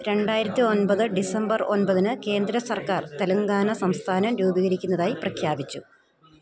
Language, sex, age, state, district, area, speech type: Malayalam, female, 30-45, Kerala, Idukki, rural, read